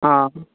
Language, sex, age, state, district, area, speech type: Tamil, male, 60+, Tamil Nadu, Vellore, rural, conversation